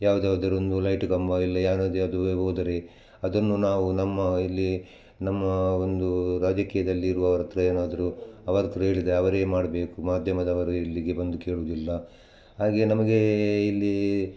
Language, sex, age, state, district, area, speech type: Kannada, male, 60+, Karnataka, Udupi, rural, spontaneous